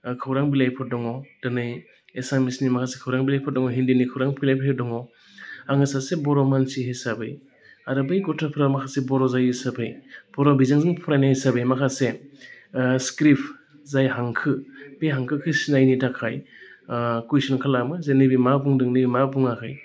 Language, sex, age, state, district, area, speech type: Bodo, male, 30-45, Assam, Udalguri, urban, spontaneous